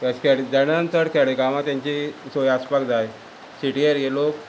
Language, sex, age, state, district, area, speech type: Goan Konkani, male, 45-60, Goa, Quepem, rural, spontaneous